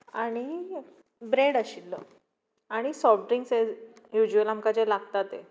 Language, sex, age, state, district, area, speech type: Goan Konkani, female, 18-30, Goa, Tiswadi, rural, spontaneous